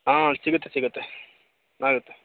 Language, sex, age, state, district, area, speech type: Kannada, male, 18-30, Karnataka, Mandya, rural, conversation